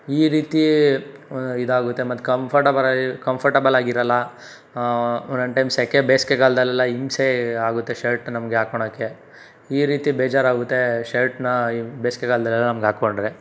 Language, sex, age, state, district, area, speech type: Kannada, male, 18-30, Karnataka, Tumkur, rural, spontaneous